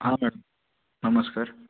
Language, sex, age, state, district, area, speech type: Marathi, male, 18-30, Maharashtra, Beed, rural, conversation